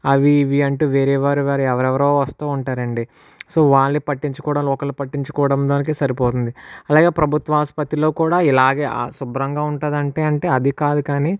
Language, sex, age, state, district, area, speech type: Telugu, male, 60+, Andhra Pradesh, Kakinada, urban, spontaneous